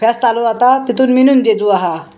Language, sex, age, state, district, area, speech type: Goan Konkani, female, 60+, Goa, Salcete, rural, spontaneous